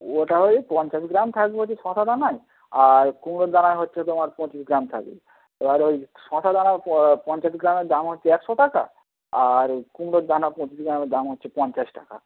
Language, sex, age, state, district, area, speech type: Bengali, male, 18-30, West Bengal, Darjeeling, rural, conversation